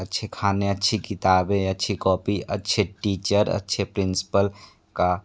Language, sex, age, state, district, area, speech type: Hindi, male, 18-30, Uttar Pradesh, Sonbhadra, rural, spontaneous